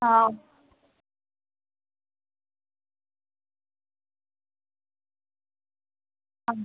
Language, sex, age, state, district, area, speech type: Kannada, female, 18-30, Karnataka, Davanagere, urban, conversation